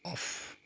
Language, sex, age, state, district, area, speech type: Nepali, male, 30-45, West Bengal, Kalimpong, rural, read